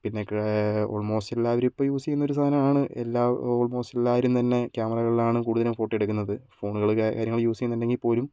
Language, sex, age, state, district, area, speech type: Malayalam, male, 18-30, Kerala, Wayanad, rural, spontaneous